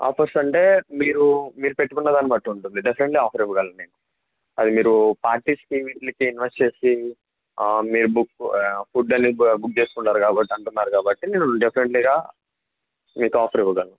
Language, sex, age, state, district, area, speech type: Telugu, male, 18-30, Andhra Pradesh, N T Rama Rao, urban, conversation